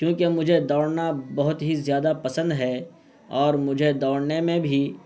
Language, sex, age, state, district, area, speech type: Urdu, male, 30-45, Bihar, Purnia, rural, spontaneous